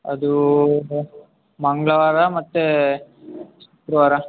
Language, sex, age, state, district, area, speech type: Kannada, male, 18-30, Karnataka, Uttara Kannada, rural, conversation